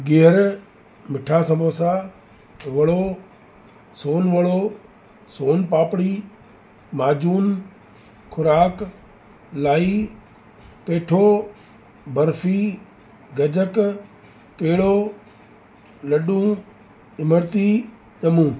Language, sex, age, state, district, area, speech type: Sindhi, male, 60+, Uttar Pradesh, Lucknow, urban, spontaneous